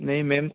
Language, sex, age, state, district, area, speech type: Hindi, male, 18-30, Madhya Pradesh, Betul, urban, conversation